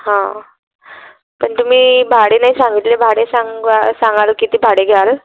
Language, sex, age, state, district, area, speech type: Marathi, female, 30-45, Maharashtra, Wardha, rural, conversation